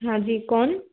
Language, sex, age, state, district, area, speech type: Hindi, female, 45-60, Madhya Pradesh, Bhopal, urban, conversation